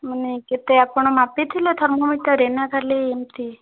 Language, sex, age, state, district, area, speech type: Odia, female, 18-30, Odisha, Bhadrak, rural, conversation